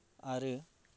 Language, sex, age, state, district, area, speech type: Bodo, male, 45-60, Assam, Baksa, rural, spontaneous